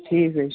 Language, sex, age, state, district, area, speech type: Kashmiri, male, 30-45, Jammu and Kashmir, Kupwara, rural, conversation